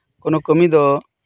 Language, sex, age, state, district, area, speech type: Santali, male, 30-45, West Bengal, Birbhum, rural, spontaneous